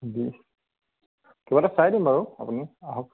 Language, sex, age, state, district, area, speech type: Assamese, male, 45-60, Assam, Morigaon, rural, conversation